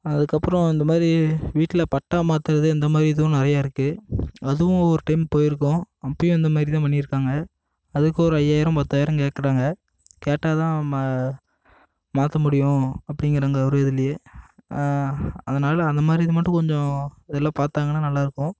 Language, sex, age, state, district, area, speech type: Tamil, male, 18-30, Tamil Nadu, Namakkal, rural, spontaneous